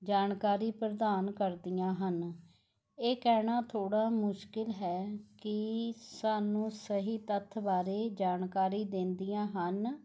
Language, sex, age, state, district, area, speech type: Punjabi, female, 45-60, Punjab, Mohali, urban, spontaneous